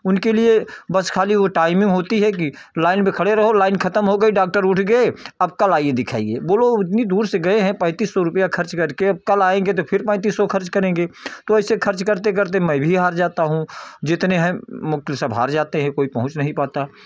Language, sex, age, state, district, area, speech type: Hindi, male, 60+, Uttar Pradesh, Jaunpur, urban, spontaneous